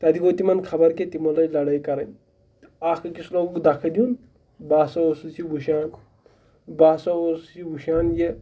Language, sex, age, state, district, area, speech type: Kashmiri, male, 18-30, Jammu and Kashmir, Pulwama, rural, spontaneous